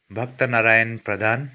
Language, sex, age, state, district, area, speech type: Nepali, male, 45-60, West Bengal, Kalimpong, rural, spontaneous